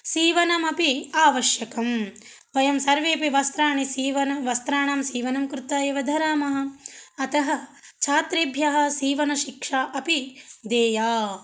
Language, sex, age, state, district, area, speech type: Sanskrit, female, 30-45, Telangana, Ranga Reddy, urban, spontaneous